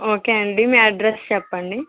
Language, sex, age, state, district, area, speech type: Telugu, female, 18-30, Andhra Pradesh, Krishna, rural, conversation